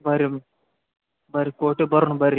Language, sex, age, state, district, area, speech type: Kannada, male, 30-45, Karnataka, Belgaum, rural, conversation